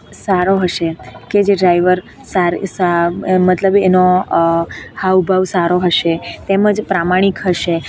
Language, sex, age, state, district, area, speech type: Gujarati, female, 18-30, Gujarat, Narmada, urban, spontaneous